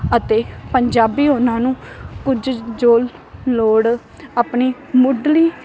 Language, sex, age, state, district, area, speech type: Punjabi, female, 18-30, Punjab, Barnala, rural, spontaneous